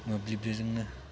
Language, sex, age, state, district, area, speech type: Bodo, male, 18-30, Assam, Baksa, rural, spontaneous